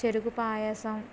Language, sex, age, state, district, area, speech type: Telugu, female, 30-45, Andhra Pradesh, West Godavari, rural, spontaneous